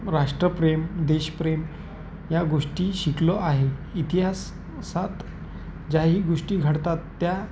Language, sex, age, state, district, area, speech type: Marathi, male, 18-30, Maharashtra, Amravati, urban, spontaneous